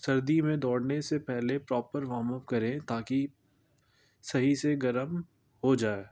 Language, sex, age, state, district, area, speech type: Urdu, male, 18-30, Delhi, North East Delhi, urban, spontaneous